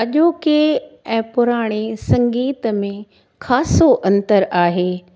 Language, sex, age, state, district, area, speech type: Sindhi, female, 45-60, Gujarat, Surat, urban, spontaneous